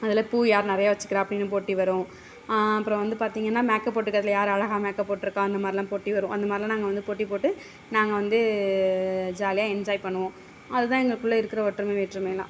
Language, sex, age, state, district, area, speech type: Tamil, female, 30-45, Tamil Nadu, Mayiladuthurai, rural, spontaneous